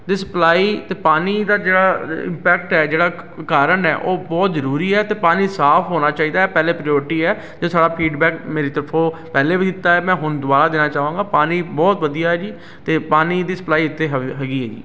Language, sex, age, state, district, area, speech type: Punjabi, male, 30-45, Punjab, Ludhiana, urban, spontaneous